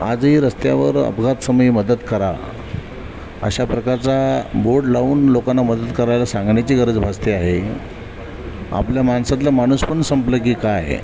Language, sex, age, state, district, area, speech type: Marathi, male, 45-60, Maharashtra, Sindhudurg, rural, spontaneous